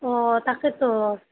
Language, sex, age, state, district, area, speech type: Assamese, female, 30-45, Assam, Nalbari, rural, conversation